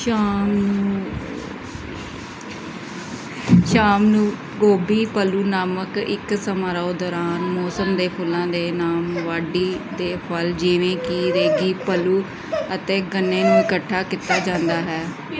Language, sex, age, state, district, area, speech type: Punjabi, female, 18-30, Punjab, Pathankot, rural, read